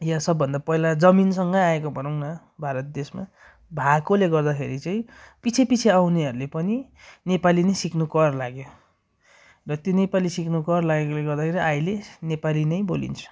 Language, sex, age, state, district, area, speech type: Nepali, male, 18-30, West Bengal, Darjeeling, rural, spontaneous